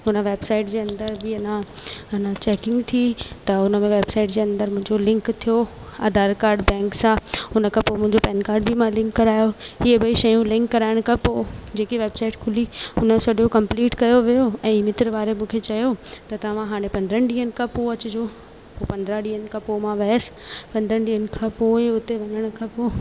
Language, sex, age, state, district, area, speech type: Sindhi, female, 18-30, Rajasthan, Ajmer, urban, spontaneous